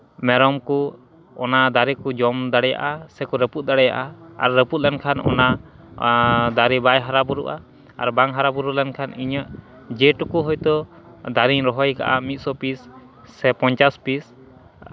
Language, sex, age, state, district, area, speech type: Santali, male, 30-45, West Bengal, Malda, rural, spontaneous